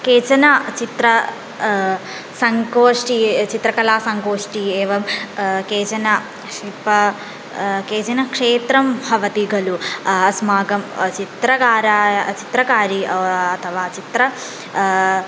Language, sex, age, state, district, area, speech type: Sanskrit, female, 18-30, Kerala, Malappuram, rural, spontaneous